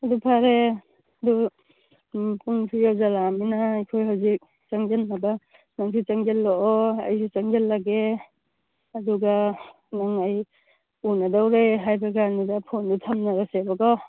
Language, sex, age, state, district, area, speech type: Manipuri, female, 45-60, Manipur, Churachandpur, urban, conversation